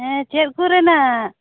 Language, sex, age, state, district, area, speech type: Santali, female, 30-45, West Bengal, Purba Bardhaman, rural, conversation